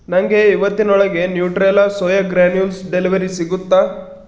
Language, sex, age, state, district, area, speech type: Kannada, male, 30-45, Karnataka, Bidar, urban, read